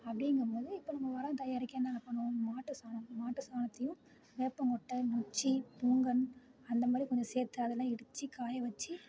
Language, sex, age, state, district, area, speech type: Tamil, female, 30-45, Tamil Nadu, Ariyalur, rural, spontaneous